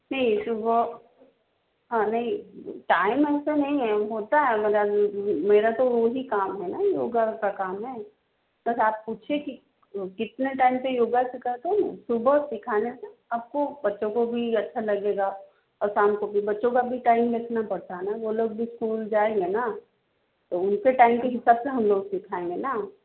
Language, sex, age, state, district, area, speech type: Hindi, female, 30-45, Madhya Pradesh, Seoni, urban, conversation